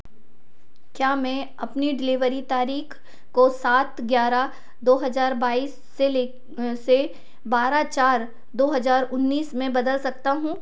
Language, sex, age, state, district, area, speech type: Hindi, female, 30-45, Madhya Pradesh, Betul, urban, read